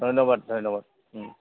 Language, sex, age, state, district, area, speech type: Assamese, male, 60+, Assam, Dibrugarh, urban, conversation